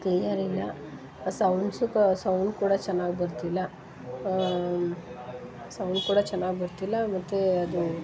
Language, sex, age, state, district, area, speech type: Kannada, female, 30-45, Karnataka, Hassan, urban, spontaneous